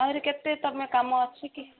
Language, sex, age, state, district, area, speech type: Odia, female, 45-60, Odisha, Gajapati, rural, conversation